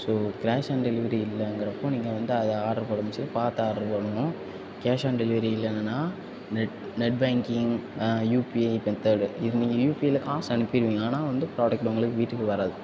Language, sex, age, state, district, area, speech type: Tamil, male, 18-30, Tamil Nadu, Tirunelveli, rural, spontaneous